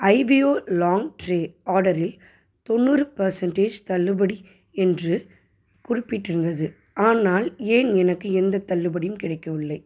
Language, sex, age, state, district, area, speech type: Tamil, female, 45-60, Tamil Nadu, Pudukkottai, rural, read